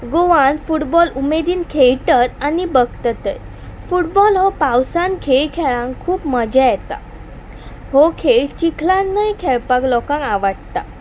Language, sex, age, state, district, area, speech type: Goan Konkani, female, 18-30, Goa, Pernem, rural, spontaneous